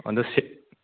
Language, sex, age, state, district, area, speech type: Manipuri, male, 30-45, Manipur, Kangpokpi, urban, conversation